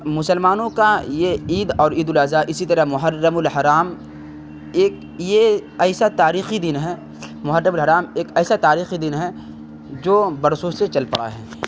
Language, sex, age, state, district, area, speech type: Urdu, male, 30-45, Bihar, Khagaria, rural, spontaneous